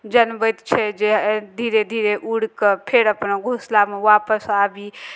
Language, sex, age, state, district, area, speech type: Maithili, female, 30-45, Bihar, Madhubani, rural, spontaneous